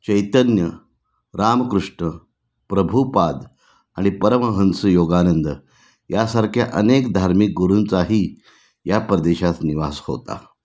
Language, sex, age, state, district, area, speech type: Marathi, male, 60+, Maharashtra, Nashik, urban, read